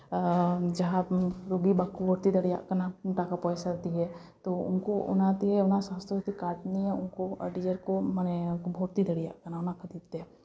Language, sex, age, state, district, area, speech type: Santali, female, 30-45, West Bengal, Paschim Bardhaman, rural, spontaneous